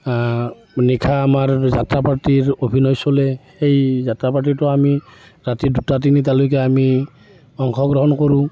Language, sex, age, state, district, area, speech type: Assamese, male, 45-60, Assam, Barpeta, rural, spontaneous